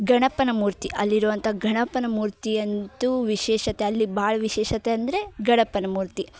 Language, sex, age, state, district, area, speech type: Kannada, female, 18-30, Karnataka, Dharwad, urban, spontaneous